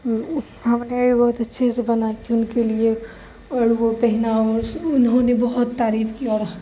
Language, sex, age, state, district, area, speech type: Urdu, female, 30-45, Bihar, Darbhanga, rural, spontaneous